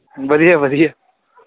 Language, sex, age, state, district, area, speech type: Punjabi, male, 18-30, Punjab, Fatehgarh Sahib, rural, conversation